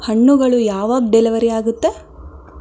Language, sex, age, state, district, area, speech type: Kannada, female, 18-30, Karnataka, Davanagere, urban, read